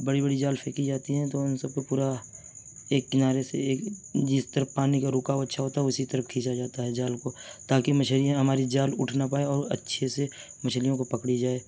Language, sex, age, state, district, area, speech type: Urdu, male, 30-45, Uttar Pradesh, Mirzapur, rural, spontaneous